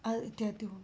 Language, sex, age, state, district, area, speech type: Nepali, female, 45-60, West Bengal, Darjeeling, rural, spontaneous